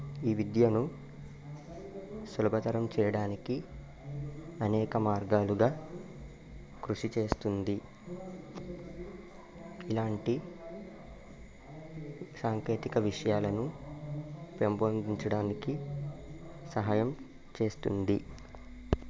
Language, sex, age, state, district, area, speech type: Telugu, male, 45-60, Andhra Pradesh, Eluru, urban, spontaneous